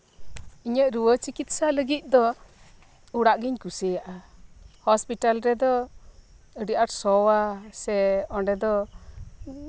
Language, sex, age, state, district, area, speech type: Santali, female, 45-60, West Bengal, Birbhum, rural, spontaneous